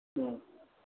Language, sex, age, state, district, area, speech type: Tamil, male, 60+, Tamil Nadu, Erode, rural, conversation